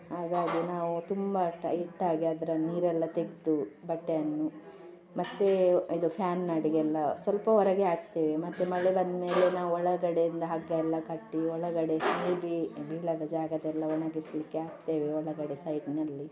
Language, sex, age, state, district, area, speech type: Kannada, female, 45-60, Karnataka, Udupi, rural, spontaneous